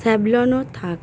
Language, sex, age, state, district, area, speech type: Bengali, female, 18-30, West Bengal, Howrah, urban, spontaneous